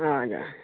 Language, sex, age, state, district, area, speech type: Nepali, female, 60+, West Bengal, Darjeeling, rural, conversation